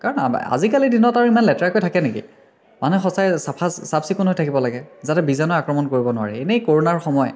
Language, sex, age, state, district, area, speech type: Assamese, male, 18-30, Assam, Biswanath, rural, spontaneous